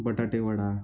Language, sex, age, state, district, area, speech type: Marathi, male, 30-45, Maharashtra, Osmanabad, rural, spontaneous